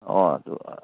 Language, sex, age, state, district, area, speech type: Manipuri, male, 60+, Manipur, Kangpokpi, urban, conversation